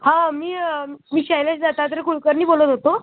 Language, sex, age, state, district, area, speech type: Marathi, male, 30-45, Maharashtra, Buldhana, rural, conversation